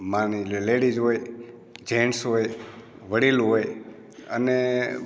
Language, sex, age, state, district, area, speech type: Gujarati, male, 60+, Gujarat, Amreli, rural, spontaneous